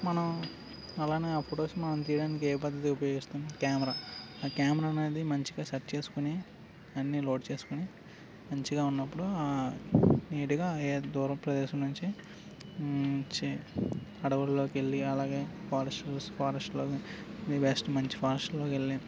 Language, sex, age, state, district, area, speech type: Telugu, male, 30-45, Andhra Pradesh, Alluri Sitarama Raju, rural, spontaneous